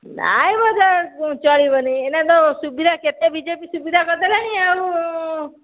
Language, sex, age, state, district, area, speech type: Odia, female, 45-60, Odisha, Angul, rural, conversation